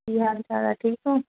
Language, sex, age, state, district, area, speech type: Punjabi, female, 30-45, Punjab, Muktsar, urban, conversation